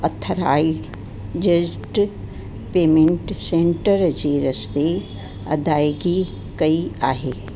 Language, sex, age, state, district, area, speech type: Sindhi, female, 60+, Uttar Pradesh, Lucknow, rural, read